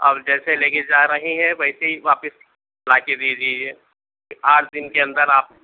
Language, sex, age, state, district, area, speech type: Urdu, male, 45-60, Telangana, Hyderabad, urban, conversation